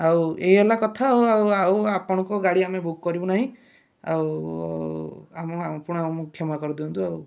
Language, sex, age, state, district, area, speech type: Odia, male, 30-45, Odisha, Kendrapara, urban, spontaneous